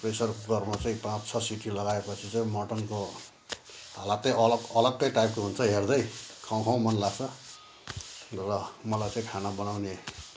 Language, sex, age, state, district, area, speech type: Nepali, male, 60+, West Bengal, Kalimpong, rural, spontaneous